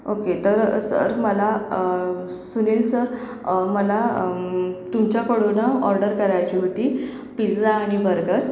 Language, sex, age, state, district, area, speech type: Marathi, female, 45-60, Maharashtra, Akola, urban, spontaneous